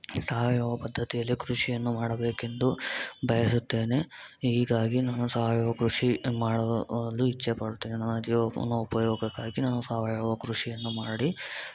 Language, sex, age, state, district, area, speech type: Kannada, male, 18-30, Karnataka, Davanagere, urban, spontaneous